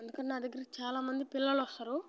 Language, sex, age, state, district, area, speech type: Telugu, male, 18-30, Telangana, Nalgonda, rural, spontaneous